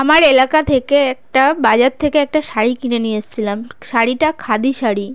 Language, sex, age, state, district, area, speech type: Bengali, female, 30-45, West Bengal, South 24 Parganas, rural, spontaneous